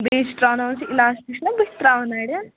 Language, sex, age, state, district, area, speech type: Kashmiri, female, 18-30, Jammu and Kashmir, Kulgam, rural, conversation